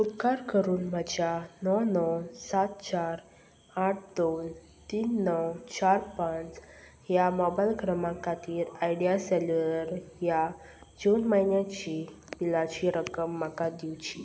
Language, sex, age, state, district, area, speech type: Goan Konkani, female, 18-30, Goa, Salcete, rural, read